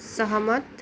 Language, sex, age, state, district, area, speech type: Nepali, female, 18-30, West Bengal, Kalimpong, rural, read